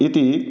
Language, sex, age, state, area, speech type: Sanskrit, male, 30-45, Madhya Pradesh, urban, spontaneous